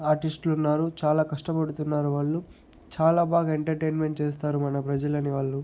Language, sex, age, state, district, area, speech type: Telugu, male, 30-45, Andhra Pradesh, Chittoor, rural, spontaneous